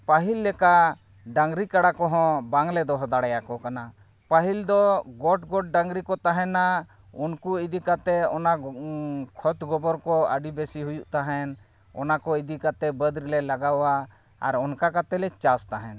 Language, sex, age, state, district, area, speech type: Santali, male, 30-45, Jharkhand, East Singhbhum, rural, spontaneous